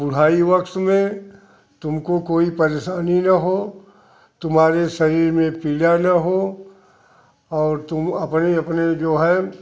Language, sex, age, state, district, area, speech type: Hindi, male, 60+, Uttar Pradesh, Jaunpur, rural, spontaneous